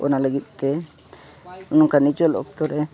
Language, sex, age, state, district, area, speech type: Santali, male, 30-45, Jharkhand, East Singhbhum, rural, spontaneous